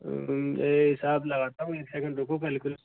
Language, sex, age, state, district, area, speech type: Hindi, male, 30-45, Rajasthan, Jaipur, urban, conversation